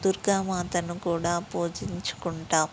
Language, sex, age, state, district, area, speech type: Telugu, female, 30-45, Telangana, Peddapalli, rural, spontaneous